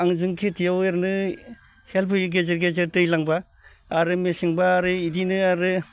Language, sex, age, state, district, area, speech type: Bodo, male, 45-60, Assam, Baksa, urban, spontaneous